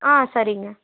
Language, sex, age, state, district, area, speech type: Tamil, female, 18-30, Tamil Nadu, Kallakurichi, urban, conversation